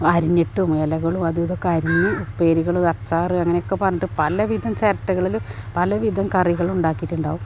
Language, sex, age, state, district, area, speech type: Malayalam, female, 45-60, Kerala, Malappuram, rural, spontaneous